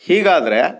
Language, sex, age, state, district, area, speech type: Kannada, male, 45-60, Karnataka, Shimoga, rural, spontaneous